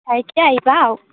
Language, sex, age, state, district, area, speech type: Odia, female, 18-30, Odisha, Nabarangpur, urban, conversation